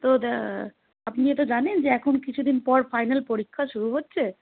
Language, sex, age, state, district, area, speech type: Bengali, female, 18-30, West Bengal, Malda, rural, conversation